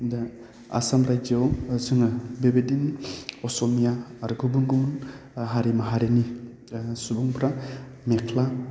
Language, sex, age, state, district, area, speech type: Bodo, male, 18-30, Assam, Baksa, urban, spontaneous